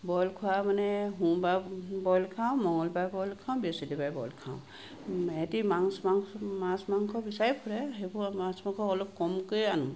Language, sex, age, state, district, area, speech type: Assamese, female, 45-60, Assam, Sivasagar, rural, spontaneous